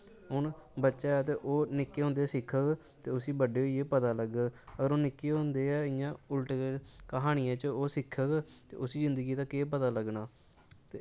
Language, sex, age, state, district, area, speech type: Dogri, male, 18-30, Jammu and Kashmir, Samba, urban, spontaneous